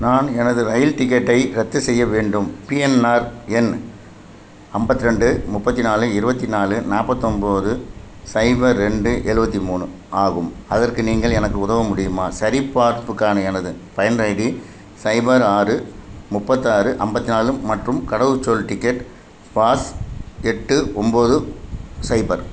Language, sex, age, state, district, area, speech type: Tamil, male, 45-60, Tamil Nadu, Thanjavur, urban, read